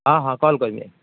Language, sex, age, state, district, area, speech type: Odia, male, 30-45, Odisha, Kendujhar, urban, conversation